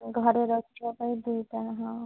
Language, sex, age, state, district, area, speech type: Odia, male, 30-45, Odisha, Malkangiri, urban, conversation